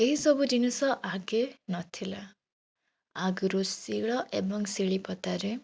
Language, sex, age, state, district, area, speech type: Odia, female, 18-30, Odisha, Bhadrak, rural, spontaneous